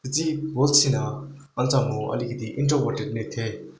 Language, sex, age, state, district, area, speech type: Nepali, male, 18-30, West Bengal, Darjeeling, rural, spontaneous